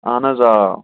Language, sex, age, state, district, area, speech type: Kashmiri, male, 30-45, Jammu and Kashmir, Srinagar, urban, conversation